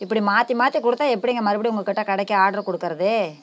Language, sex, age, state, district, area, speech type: Tamil, female, 45-60, Tamil Nadu, Namakkal, rural, spontaneous